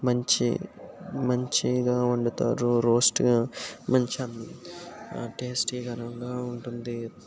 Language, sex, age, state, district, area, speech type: Telugu, male, 60+, Andhra Pradesh, Kakinada, rural, spontaneous